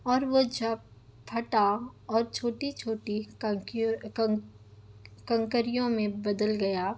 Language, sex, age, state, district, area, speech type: Urdu, female, 18-30, Telangana, Hyderabad, urban, spontaneous